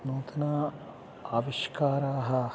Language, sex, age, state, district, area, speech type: Sanskrit, male, 60+, Karnataka, Uttara Kannada, urban, spontaneous